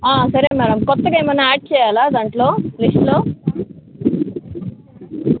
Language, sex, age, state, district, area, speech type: Telugu, female, 60+, Andhra Pradesh, Chittoor, rural, conversation